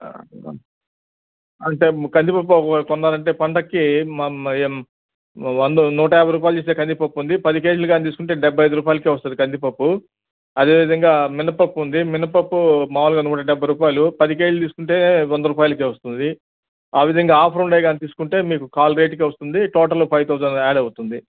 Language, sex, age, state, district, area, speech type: Telugu, male, 60+, Andhra Pradesh, Nellore, urban, conversation